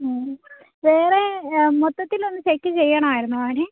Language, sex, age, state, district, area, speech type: Malayalam, female, 18-30, Kerala, Idukki, rural, conversation